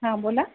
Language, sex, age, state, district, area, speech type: Marathi, female, 30-45, Maharashtra, Akola, urban, conversation